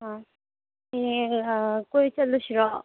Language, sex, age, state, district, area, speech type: Manipuri, female, 18-30, Manipur, Bishnupur, rural, conversation